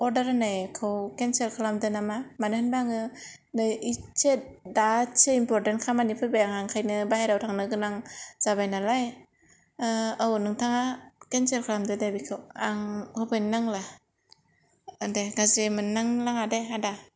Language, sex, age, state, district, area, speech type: Bodo, female, 18-30, Assam, Kokrajhar, rural, spontaneous